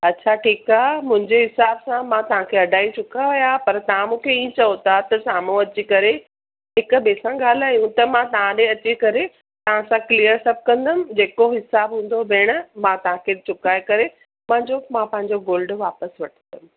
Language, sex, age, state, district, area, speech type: Sindhi, female, 45-60, Gujarat, Surat, urban, conversation